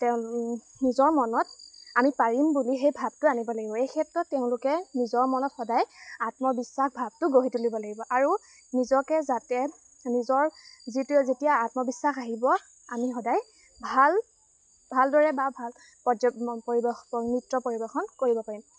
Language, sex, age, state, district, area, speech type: Assamese, female, 18-30, Assam, Lakhimpur, rural, spontaneous